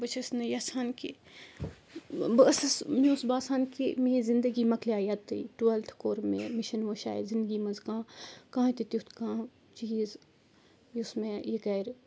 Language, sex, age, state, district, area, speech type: Kashmiri, female, 18-30, Jammu and Kashmir, Kupwara, rural, spontaneous